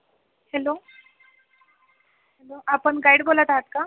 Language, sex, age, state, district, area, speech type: Marathi, male, 18-30, Maharashtra, Buldhana, urban, conversation